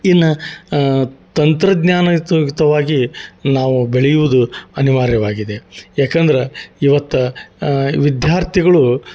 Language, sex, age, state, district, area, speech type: Kannada, male, 45-60, Karnataka, Gadag, rural, spontaneous